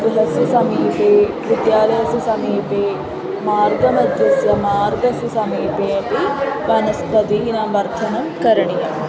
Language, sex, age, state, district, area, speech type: Sanskrit, female, 18-30, Kerala, Wayanad, rural, spontaneous